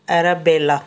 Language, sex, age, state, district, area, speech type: Punjabi, female, 60+, Punjab, Fazilka, rural, spontaneous